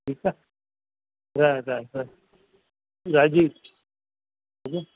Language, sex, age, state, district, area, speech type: Sindhi, male, 60+, Delhi, South Delhi, urban, conversation